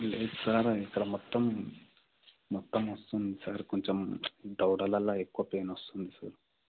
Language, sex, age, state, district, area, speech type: Telugu, male, 18-30, Telangana, Medchal, rural, conversation